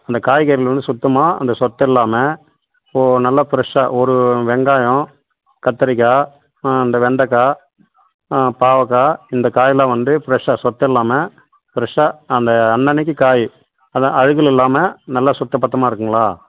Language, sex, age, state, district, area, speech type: Tamil, male, 45-60, Tamil Nadu, Tiruvannamalai, rural, conversation